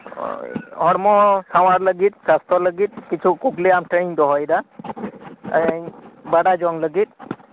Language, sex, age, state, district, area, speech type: Santali, male, 18-30, West Bengal, Birbhum, rural, conversation